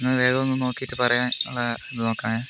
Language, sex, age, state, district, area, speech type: Malayalam, male, 30-45, Kerala, Wayanad, rural, spontaneous